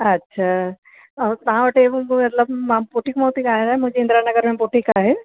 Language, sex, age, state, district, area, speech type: Sindhi, female, 45-60, Uttar Pradesh, Lucknow, urban, conversation